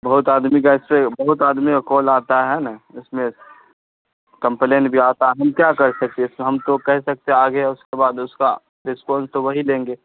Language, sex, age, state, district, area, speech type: Urdu, male, 45-60, Bihar, Supaul, rural, conversation